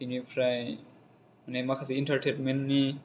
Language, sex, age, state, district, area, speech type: Bodo, male, 18-30, Assam, Chirang, urban, spontaneous